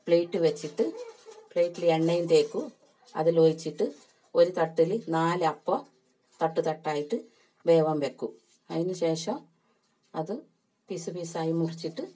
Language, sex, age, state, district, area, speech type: Malayalam, female, 45-60, Kerala, Kasaragod, rural, spontaneous